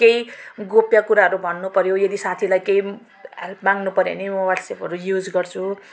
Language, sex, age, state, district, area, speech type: Nepali, female, 30-45, West Bengal, Jalpaiguri, rural, spontaneous